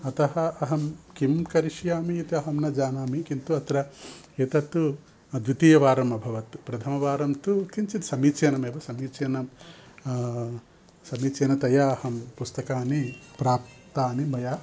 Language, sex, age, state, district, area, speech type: Sanskrit, male, 60+, Andhra Pradesh, Visakhapatnam, urban, spontaneous